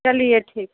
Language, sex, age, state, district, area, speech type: Hindi, female, 30-45, Uttar Pradesh, Bhadohi, urban, conversation